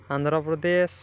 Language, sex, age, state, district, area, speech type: Odia, male, 18-30, Odisha, Balangir, urban, spontaneous